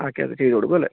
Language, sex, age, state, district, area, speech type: Malayalam, male, 30-45, Kerala, Idukki, rural, conversation